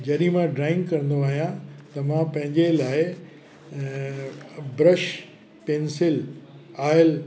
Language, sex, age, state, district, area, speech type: Sindhi, male, 60+, Uttar Pradesh, Lucknow, urban, spontaneous